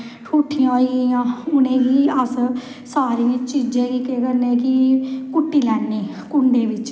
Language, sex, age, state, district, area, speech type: Dogri, female, 30-45, Jammu and Kashmir, Samba, rural, spontaneous